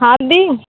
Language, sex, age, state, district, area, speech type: Hindi, female, 18-30, Uttar Pradesh, Mirzapur, urban, conversation